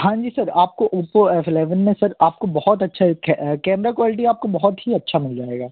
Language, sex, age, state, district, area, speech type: Hindi, male, 18-30, Madhya Pradesh, Jabalpur, urban, conversation